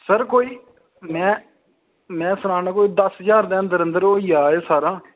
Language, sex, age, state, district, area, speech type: Dogri, male, 30-45, Jammu and Kashmir, Reasi, urban, conversation